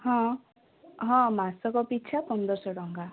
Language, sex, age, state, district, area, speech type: Odia, female, 18-30, Odisha, Ganjam, urban, conversation